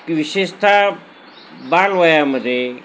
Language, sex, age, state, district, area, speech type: Marathi, male, 60+, Maharashtra, Nanded, urban, spontaneous